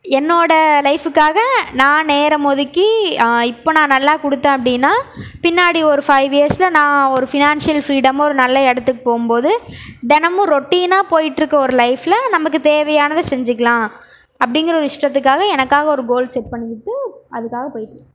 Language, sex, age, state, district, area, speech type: Tamil, female, 18-30, Tamil Nadu, Erode, urban, spontaneous